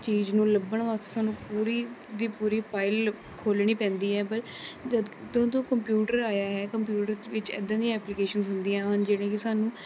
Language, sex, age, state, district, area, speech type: Punjabi, female, 18-30, Punjab, Kapurthala, urban, spontaneous